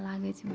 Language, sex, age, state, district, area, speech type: Maithili, female, 18-30, Bihar, Saharsa, rural, spontaneous